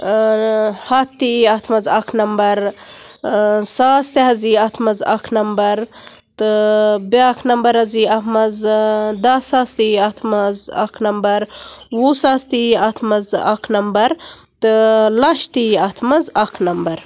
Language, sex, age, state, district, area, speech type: Kashmiri, female, 30-45, Jammu and Kashmir, Baramulla, rural, spontaneous